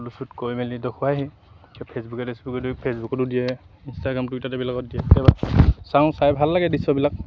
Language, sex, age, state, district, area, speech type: Assamese, male, 18-30, Assam, Lakhimpur, rural, spontaneous